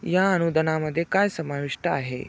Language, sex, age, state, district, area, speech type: Marathi, male, 18-30, Maharashtra, Nanded, rural, read